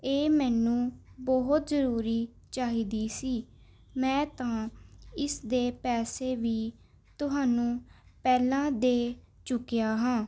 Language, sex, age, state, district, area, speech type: Punjabi, female, 18-30, Punjab, Mohali, urban, spontaneous